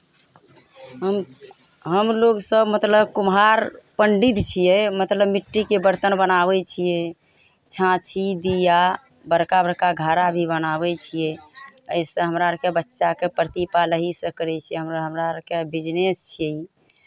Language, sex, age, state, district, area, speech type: Maithili, female, 60+, Bihar, Araria, rural, spontaneous